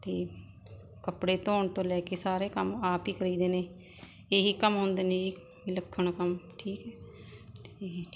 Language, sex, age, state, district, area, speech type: Punjabi, female, 60+, Punjab, Barnala, rural, spontaneous